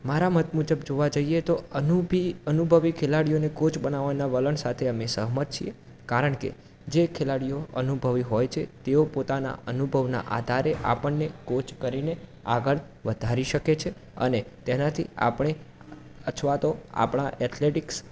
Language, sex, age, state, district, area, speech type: Gujarati, male, 18-30, Gujarat, Mehsana, urban, spontaneous